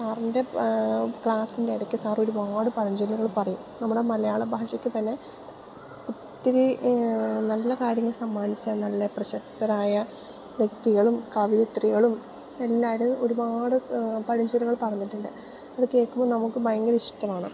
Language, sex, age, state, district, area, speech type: Malayalam, female, 30-45, Kerala, Idukki, rural, spontaneous